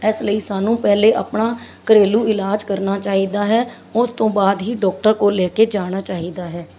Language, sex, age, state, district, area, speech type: Punjabi, female, 30-45, Punjab, Mansa, urban, spontaneous